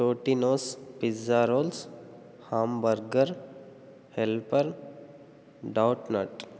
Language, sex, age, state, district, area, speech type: Telugu, male, 18-30, Telangana, Nagarkurnool, urban, spontaneous